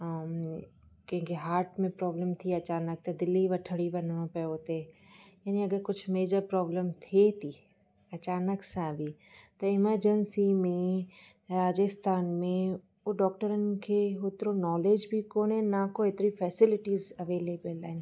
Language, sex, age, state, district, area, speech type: Sindhi, female, 30-45, Rajasthan, Ajmer, urban, spontaneous